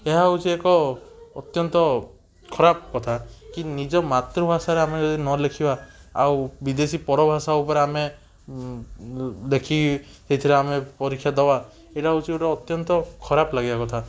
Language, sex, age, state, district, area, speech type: Odia, male, 18-30, Odisha, Cuttack, urban, spontaneous